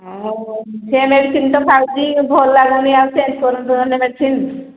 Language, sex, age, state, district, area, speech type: Odia, female, 45-60, Odisha, Angul, rural, conversation